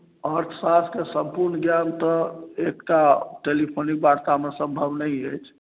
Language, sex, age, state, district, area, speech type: Maithili, male, 45-60, Bihar, Madhubani, rural, conversation